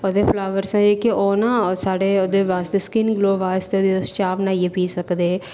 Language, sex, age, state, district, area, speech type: Dogri, female, 18-30, Jammu and Kashmir, Reasi, rural, spontaneous